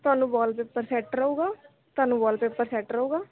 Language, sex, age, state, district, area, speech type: Punjabi, female, 18-30, Punjab, Mansa, urban, conversation